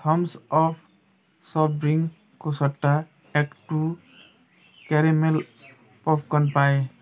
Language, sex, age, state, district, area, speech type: Nepali, male, 45-60, West Bengal, Jalpaiguri, urban, read